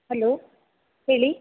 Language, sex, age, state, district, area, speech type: Kannada, female, 30-45, Karnataka, Uttara Kannada, rural, conversation